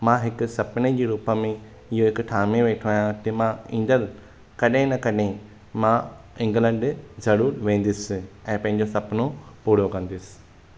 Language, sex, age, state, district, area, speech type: Sindhi, male, 18-30, Maharashtra, Thane, urban, spontaneous